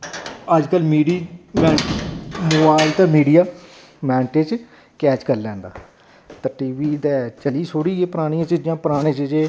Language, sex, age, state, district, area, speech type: Dogri, male, 30-45, Jammu and Kashmir, Jammu, rural, spontaneous